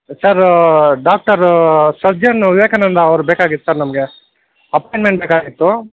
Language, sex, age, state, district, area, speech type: Kannada, male, 18-30, Karnataka, Kolar, rural, conversation